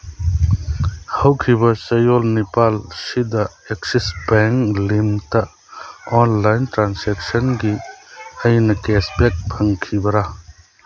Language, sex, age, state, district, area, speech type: Manipuri, male, 45-60, Manipur, Churachandpur, rural, read